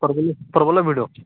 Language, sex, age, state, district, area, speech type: Odia, male, 18-30, Odisha, Balangir, urban, conversation